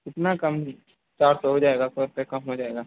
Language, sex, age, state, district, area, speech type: Hindi, male, 18-30, Uttar Pradesh, Mau, rural, conversation